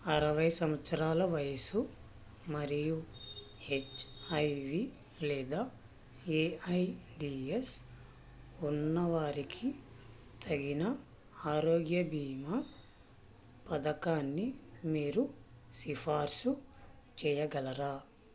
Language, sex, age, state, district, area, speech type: Telugu, male, 18-30, Andhra Pradesh, Krishna, rural, read